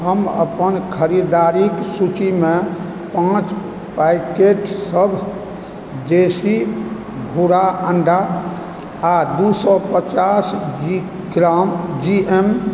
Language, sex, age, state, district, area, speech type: Maithili, male, 45-60, Bihar, Supaul, urban, read